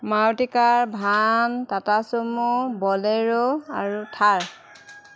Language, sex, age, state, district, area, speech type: Assamese, female, 30-45, Assam, Golaghat, urban, spontaneous